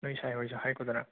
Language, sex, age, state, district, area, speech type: Manipuri, male, 30-45, Manipur, Imphal West, urban, conversation